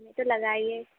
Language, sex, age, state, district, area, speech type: Hindi, female, 18-30, Madhya Pradesh, Jabalpur, urban, conversation